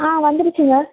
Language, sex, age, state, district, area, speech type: Tamil, female, 18-30, Tamil Nadu, Mayiladuthurai, urban, conversation